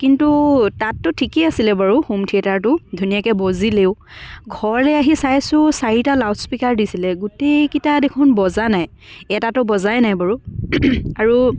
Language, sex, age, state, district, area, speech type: Assamese, female, 30-45, Assam, Dibrugarh, rural, spontaneous